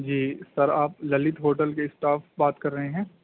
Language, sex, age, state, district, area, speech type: Urdu, male, 18-30, Delhi, East Delhi, urban, conversation